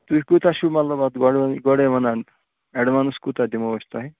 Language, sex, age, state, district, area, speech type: Kashmiri, male, 18-30, Jammu and Kashmir, Ganderbal, rural, conversation